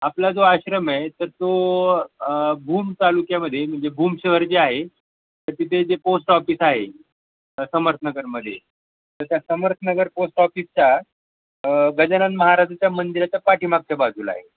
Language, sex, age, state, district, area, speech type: Marathi, male, 30-45, Maharashtra, Osmanabad, rural, conversation